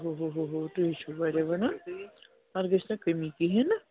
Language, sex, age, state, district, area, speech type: Kashmiri, female, 18-30, Jammu and Kashmir, Srinagar, urban, conversation